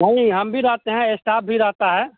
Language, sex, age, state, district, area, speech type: Hindi, male, 45-60, Bihar, Samastipur, urban, conversation